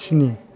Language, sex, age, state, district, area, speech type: Bodo, male, 60+, Assam, Kokrajhar, urban, read